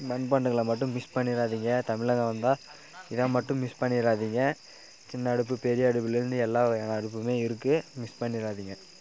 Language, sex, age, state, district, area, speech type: Tamil, male, 18-30, Tamil Nadu, Dharmapuri, urban, spontaneous